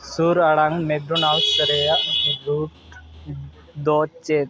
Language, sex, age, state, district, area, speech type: Santali, male, 18-30, West Bengal, Dakshin Dinajpur, rural, read